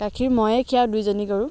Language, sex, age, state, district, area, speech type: Assamese, female, 60+, Assam, Dhemaji, rural, spontaneous